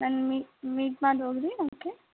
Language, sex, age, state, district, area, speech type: Kannada, female, 18-30, Karnataka, Davanagere, rural, conversation